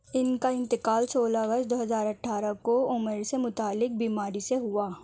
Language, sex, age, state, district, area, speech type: Urdu, female, 18-30, Delhi, Central Delhi, urban, read